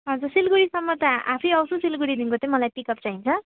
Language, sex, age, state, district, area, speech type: Nepali, female, 18-30, West Bengal, Darjeeling, rural, conversation